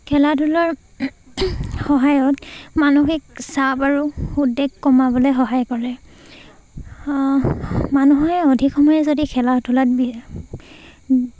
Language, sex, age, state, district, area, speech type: Assamese, female, 18-30, Assam, Charaideo, rural, spontaneous